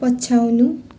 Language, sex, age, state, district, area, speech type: Nepali, female, 30-45, West Bengal, Darjeeling, rural, read